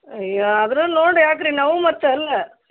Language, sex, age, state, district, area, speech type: Kannada, female, 30-45, Karnataka, Gadag, rural, conversation